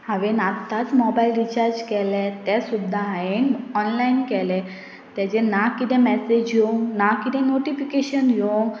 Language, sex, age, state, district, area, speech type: Goan Konkani, female, 18-30, Goa, Pernem, rural, spontaneous